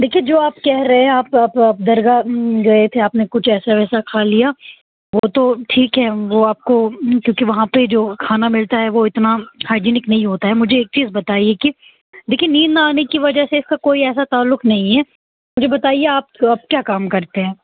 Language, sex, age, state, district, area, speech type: Urdu, female, 18-30, Jammu and Kashmir, Srinagar, urban, conversation